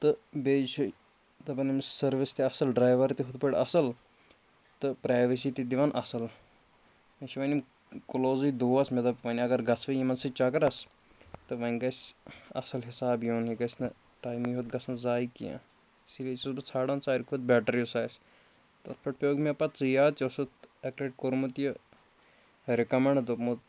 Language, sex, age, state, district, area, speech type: Kashmiri, male, 30-45, Jammu and Kashmir, Kulgam, rural, spontaneous